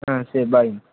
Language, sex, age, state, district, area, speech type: Tamil, male, 18-30, Tamil Nadu, Tiruvarur, urban, conversation